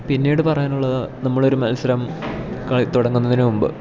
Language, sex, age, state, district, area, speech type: Malayalam, male, 18-30, Kerala, Idukki, rural, spontaneous